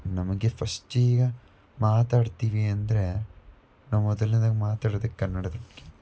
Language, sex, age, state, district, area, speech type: Kannada, male, 18-30, Karnataka, Davanagere, rural, spontaneous